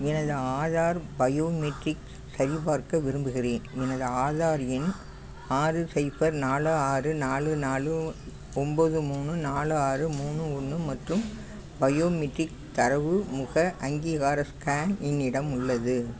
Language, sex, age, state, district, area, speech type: Tamil, female, 60+, Tamil Nadu, Thanjavur, urban, read